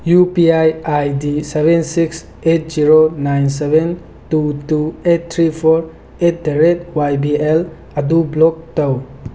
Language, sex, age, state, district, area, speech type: Manipuri, male, 30-45, Manipur, Tengnoupal, urban, read